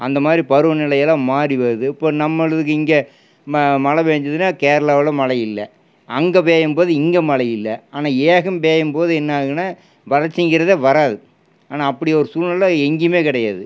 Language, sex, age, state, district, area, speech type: Tamil, male, 60+, Tamil Nadu, Erode, urban, spontaneous